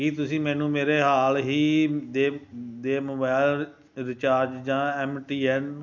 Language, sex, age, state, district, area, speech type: Punjabi, male, 60+, Punjab, Ludhiana, rural, read